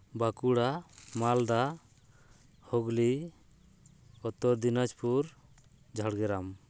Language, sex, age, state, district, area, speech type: Santali, male, 30-45, West Bengal, Purulia, rural, spontaneous